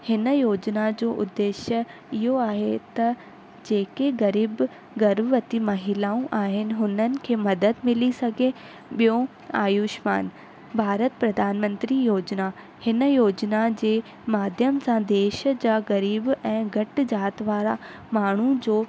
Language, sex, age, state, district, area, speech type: Sindhi, female, 18-30, Rajasthan, Ajmer, urban, spontaneous